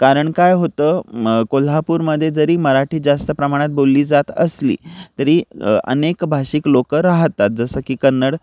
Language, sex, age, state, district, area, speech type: Marathi, male, 30-45, Maharashtra, Kolhapur, urban, spontaneous